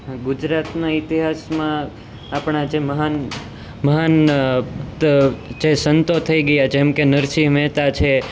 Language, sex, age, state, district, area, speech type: Gujarati, male, 18-30, Gujarat, Surat, urban, spontaneous